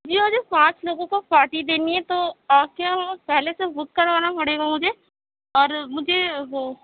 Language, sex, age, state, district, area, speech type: Urdu, female, 18-30, Uttar Pradesh, Gautam Buddha Nagar, rural, conversation